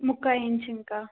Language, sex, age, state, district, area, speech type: Tamil, female, 18-30, Tamil Nadu, Nilgiris, urban, conversation